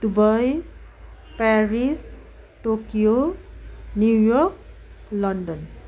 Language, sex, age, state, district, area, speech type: Nepali, female, 45-60, West Bengal, Darjeeling, rural, spontaneous